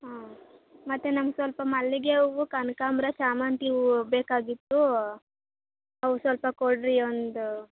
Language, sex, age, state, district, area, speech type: Kannada, female, 18-30, Karnataka, Chikkaballapur, rural, conversation